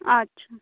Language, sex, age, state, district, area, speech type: Bengali, female, 30-45, West Bengal, Nadia, rural, conversation